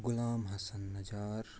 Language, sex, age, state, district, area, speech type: Kashmiri, male, 45-60, Jammu and Kashmir, Ganderbal, rural, spontaneous